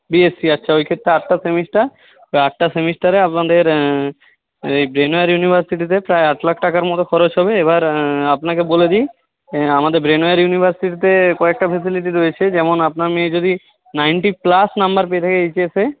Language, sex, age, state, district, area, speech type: Bengali, male, 45-60, West Bengal, Jhargram, rural, conversation